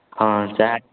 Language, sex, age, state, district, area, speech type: Odia, male, 18-30, Odisha, Subarnapur, urban, conversation